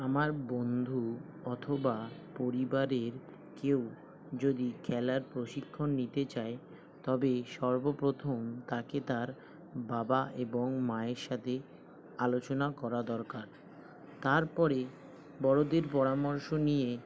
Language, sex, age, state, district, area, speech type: Bengali, male, 18-30, West Bengal, South 24 Parganas, urban, spontaneous